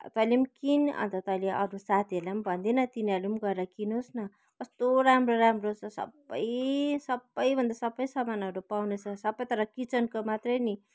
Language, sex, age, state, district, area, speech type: Nepali, female, 45-60, West Bengal, Kalimpong, rural, spontaneous